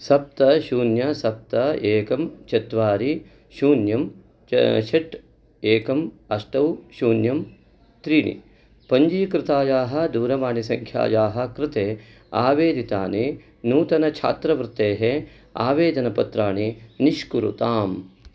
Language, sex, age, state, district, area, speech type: Sanskrit, male, 45-60, Karnataka, Uttara Kannada, urban, read